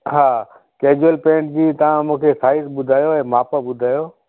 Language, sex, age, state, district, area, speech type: Sindhi, male, 45-60, Gujarat, Kutch, rural, conversation